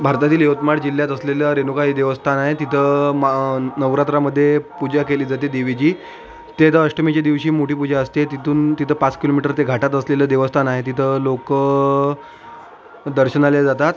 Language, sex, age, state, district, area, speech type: Marathi, male, 30-45, Maharashtra, Amravati, rural, spontaneous